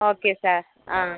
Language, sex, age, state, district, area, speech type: Malayalam, female, 18-30, Kerala, Wayanad, rural, conversation